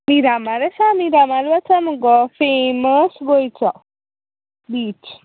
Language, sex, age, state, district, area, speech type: Goan Konkani, female, 18-30, Goa, Tiswadi, rural, conversation